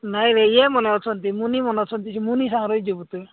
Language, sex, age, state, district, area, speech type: Odia, male, 45-60, Odisha, Nabarangpur, rural, conversation